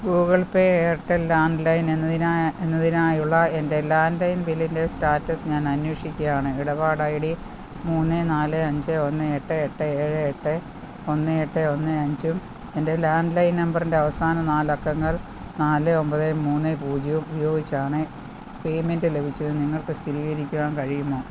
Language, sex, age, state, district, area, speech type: Malayalam, female, 45-60, Kerala, Kottayam, urban, read